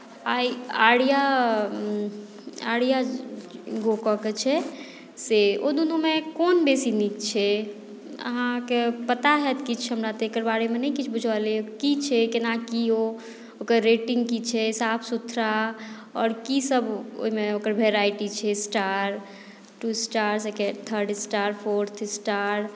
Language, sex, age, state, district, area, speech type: Maithili, female, 30-45, Bihar, Madhubani, rural, spontaneous